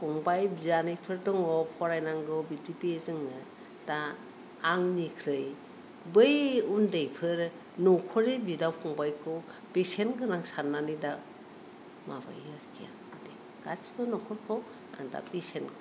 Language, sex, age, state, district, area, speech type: Bodo, female, 60+, Assam, Kokrajhar, rural, spontaneous